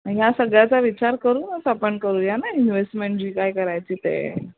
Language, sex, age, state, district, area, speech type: Marathi, female, 45-60, Maharashtra, Thane, rural, conversation